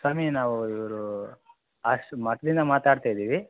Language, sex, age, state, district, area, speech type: Kannada, male, 18-30, Karnataka, Chitradurga, rural, conversation